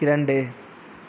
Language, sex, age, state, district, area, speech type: Tamil, male, 30-45, Tamil Nadu, Sivaganga, rural, read